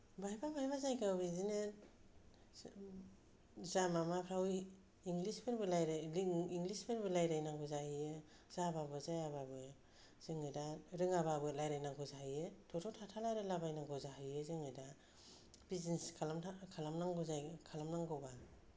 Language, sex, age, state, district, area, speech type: Bodo, female, 45-60, Assam, Kokrajhar, rural, spontaneous